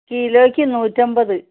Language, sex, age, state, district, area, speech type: Malayalam, female, 60+, Kerala, Wayanad, rural, conversation